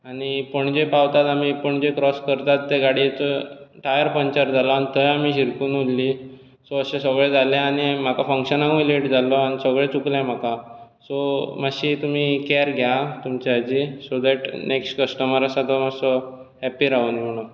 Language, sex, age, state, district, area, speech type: Goan Konkani, male, 18-30, Goa, Bardez, urban, spontaneous